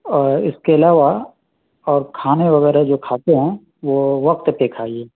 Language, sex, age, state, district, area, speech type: Urdu, male, 30-45, Bihar, Araria, urban, conversation